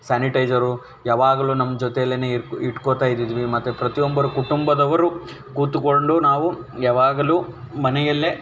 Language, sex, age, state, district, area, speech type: Kannada, male, 18-30, Karnataka, Bidar, urban, spontaneous